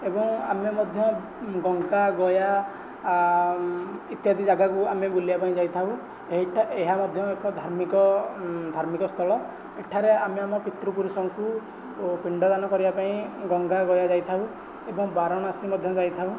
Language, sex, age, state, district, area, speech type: Odia, male, 18-30, Odisha, Nayagarh, rural, spontaneous